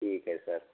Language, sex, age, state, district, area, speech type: Hindi, male, 18-30, Rajasthan, Karauli, rural, conversation